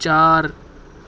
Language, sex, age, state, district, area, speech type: Urdu, male, 18-30, Maharashtra, Nashik, urban, read